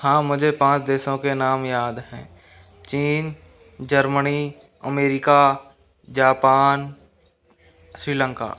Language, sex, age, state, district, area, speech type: Hindi, male, 45-60, Rajasthan, Karauli, rural, spontaneous